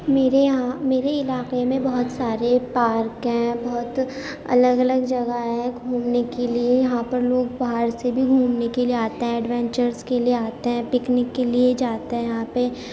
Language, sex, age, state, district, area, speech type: Urdu, female, 18-30, Uttar Pradesh, Gautam Buddha Nagar, urban, spontaneous